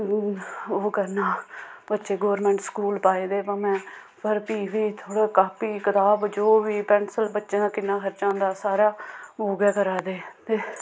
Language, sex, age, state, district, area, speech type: Dogri, female, 30-45, Jammu and Kashmir, Samba, rural, spontaneous